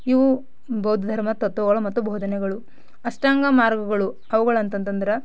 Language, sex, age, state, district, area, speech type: Kannada, female, 18-30, Karnataka, Bidar, rural, spontaneous